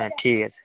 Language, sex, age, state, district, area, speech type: Bengali, male, 18-30, West Bengal, Jalpaiguri, rural, conversation